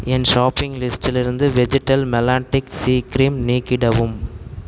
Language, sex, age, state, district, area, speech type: Tamil, male, 45-60, Tamil Nadu, Tiruvarur, urban, read